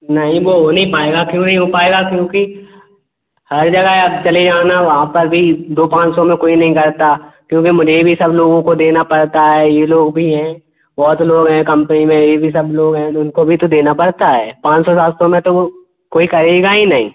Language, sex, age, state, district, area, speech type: Hindi, male, 18-30, Madhya Pradesh, Gwalior, rural, conversation